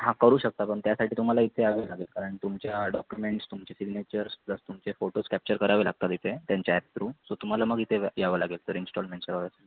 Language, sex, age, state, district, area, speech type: Marathi, male, 18-30, Maharashtra, Sindhudurg, rural, conversation